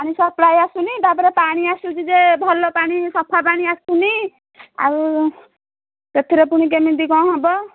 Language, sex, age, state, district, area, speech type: Odia, female, 30-45, Odisha, Nayagarh, rural, conversation